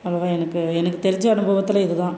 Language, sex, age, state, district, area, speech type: Tamil, female, 30-45, Tamil Nadu, Salem, rural, spontaneous